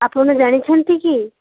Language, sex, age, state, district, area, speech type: Odia, female, 18-30, Odisha, Malkangiri, urban, conversation